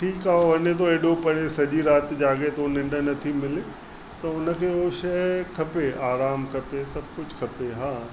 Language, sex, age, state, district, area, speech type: Sindhi, male, 45-60, Maharashtra, Mumbai Suburban, urban, spontaneous